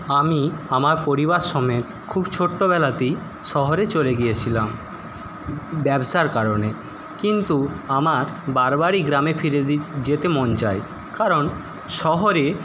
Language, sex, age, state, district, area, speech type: Bengali, male, 60+, West Bengal, Paschim Medinipur, rural, spontaneous